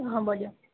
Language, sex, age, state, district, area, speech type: Assamese, female, 18-30, Assam, Dhemaji, urban, conversation